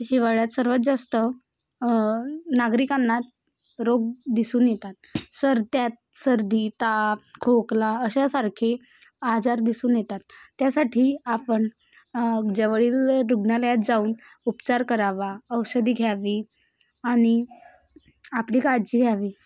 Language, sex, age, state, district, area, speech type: Marathi, female, 18-30, Maharashtra, Bhandara, rural, spontaneous